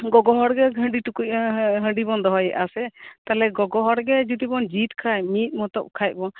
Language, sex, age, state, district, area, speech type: Santali, female, 45-60, West Bengal, Birbhum, rural, conversation